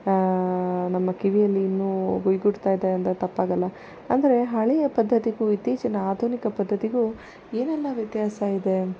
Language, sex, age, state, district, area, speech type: Kannada, female, 30-45, Karnataka, Kolar, urban, spontaneous